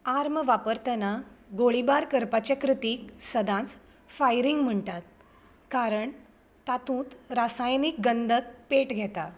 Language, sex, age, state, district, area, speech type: Goan Konkani, female, 30-45, Goa, Canacona, rural, read